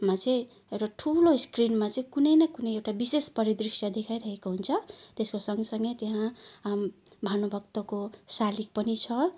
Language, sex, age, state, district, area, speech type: Nepali, female, 60+, West Bengal, Darjeeling, rural, spontaneous